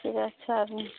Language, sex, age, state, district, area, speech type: Bengali, female, 45-60, West Bengal, Hooghly, rural, conversation